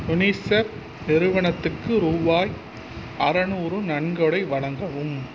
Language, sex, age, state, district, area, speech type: Tamil, male, 45-60, Tamil Nadu, Pudukkottai, rural, read